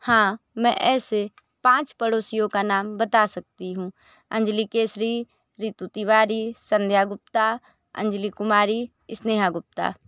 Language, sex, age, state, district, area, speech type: Hindi, female, 45-60, Uttar Pradesh, Sonbhadra, rural, spontaneous